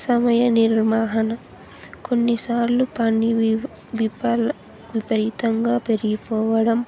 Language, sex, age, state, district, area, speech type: Telugu, female, 18-30, Telangana, Jayashankar, urban, spontaneous